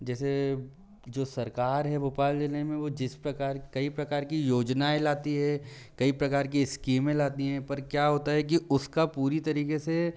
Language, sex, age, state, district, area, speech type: Hindi, male, 18-30, Madhya Pradesh, Bhopal, urban, spontaneous